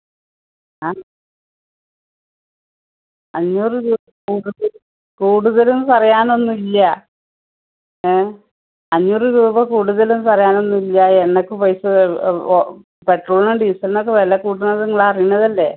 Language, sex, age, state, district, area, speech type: Malayalam, female, 30-45, Kerala, Malappuram, rural, conversation